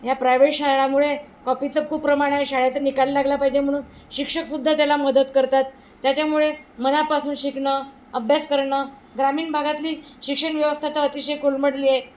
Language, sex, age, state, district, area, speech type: Marathi, female, 60+, Maharashtra, Wardha, urban, spontaneous